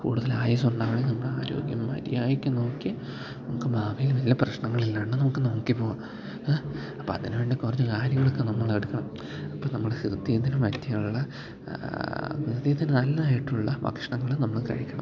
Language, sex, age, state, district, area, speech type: Malayalam, male, 18-30, Kerala, Idukki, rural, spontaneous